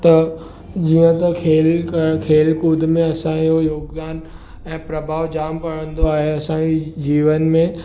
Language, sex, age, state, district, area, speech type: Sindhi, male, 18-30, Maharashtra, Mumbai Suburban, urban, spontaneous